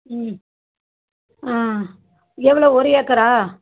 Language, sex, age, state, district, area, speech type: Tamil, female, 30-45, Tamil Nadu, Madurai, urban, conversation